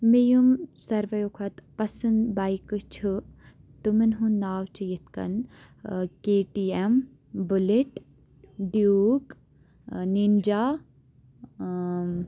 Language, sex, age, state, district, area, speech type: Kashmiri, female, 18-30, Jammu and Kashmir, Baramulla, rural, spontaneous